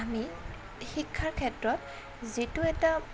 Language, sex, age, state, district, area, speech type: Assamese, female, 18-30, Assam, Kamrup Metropolitan, urban, spontaneous